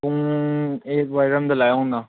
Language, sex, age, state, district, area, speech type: Manipuri, male, 18-30, Manipur, Chandel, rural, conversation